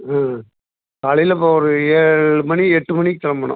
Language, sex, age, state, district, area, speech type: Tamil, male, 60+, Tamil Nadu, Sivaganga, rural, conversation